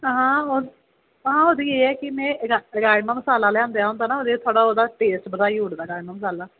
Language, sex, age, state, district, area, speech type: Dogri, female, 18-30, Jammu and Kashmir, Kathua, rural, conversation